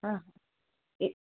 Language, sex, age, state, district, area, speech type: Assamese, female, 30-45, Assam, Dibrugarh, rural, conversation